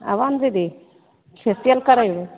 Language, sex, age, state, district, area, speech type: Maithili, female, 30-45, Bihar, Begusarai, rural, conversation